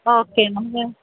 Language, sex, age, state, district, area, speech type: Malayalam, female, 45-60, Kerala, Thiruvananthapuram, urban, conversation